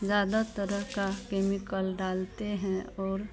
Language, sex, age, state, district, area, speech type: Hindi, female, 45-60, Bihar, Madhepura, rural, spontaneous